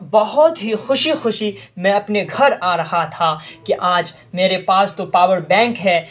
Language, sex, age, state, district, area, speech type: Urdu, male, 18-30, Bihar, Saharsa, rural, spontaneous